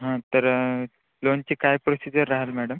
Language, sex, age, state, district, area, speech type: Marathi, male, 18-30, Maharashtra, Washim, rural, conversation